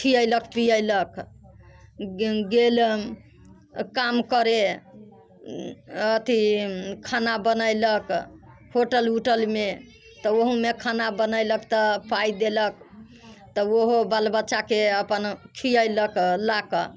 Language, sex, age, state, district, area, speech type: Maithili, female, 60+, Bihar, Muzaffarpur, rural, spontaneous